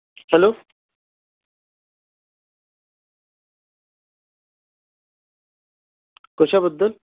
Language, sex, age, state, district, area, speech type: Marathi, male, 18-30, Maharashtra, Gondia, rural, conversation